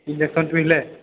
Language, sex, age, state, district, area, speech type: Odia, male, 18-30, Odisha, Sambalpur, rural, conversation